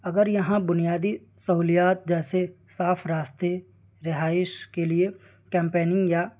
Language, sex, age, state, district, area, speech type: Urdu, male, 18-30, Delhi, New Delhi, rural, spontaneous